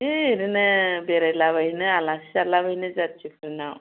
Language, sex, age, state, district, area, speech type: Bodo, female, 45-60, Assam, Chirang, rural, conversation